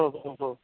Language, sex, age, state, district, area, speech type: Sanskrit, male, 45-60, Karnataka, Bangalore Urban, urban, conversation